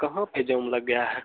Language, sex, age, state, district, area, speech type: Hindi, male, 18-30, Bihar, Begusarai, urban, conversation